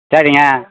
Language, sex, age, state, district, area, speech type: Tamil, male, 60+, Tamil Nadu, Ariyalur, rural, conversation